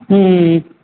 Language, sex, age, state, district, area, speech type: Tamil, male, 18-30, Tamil Nadu, Kallakurichi, rural, conversation